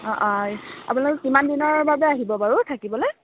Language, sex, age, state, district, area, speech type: Assamese, female, 18-30, Assam, Dibrugarh, rural, conversation